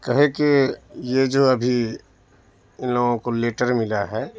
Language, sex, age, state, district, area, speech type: Urdu, male, 30-45, Bihar, Madhubani, rural, spontaneous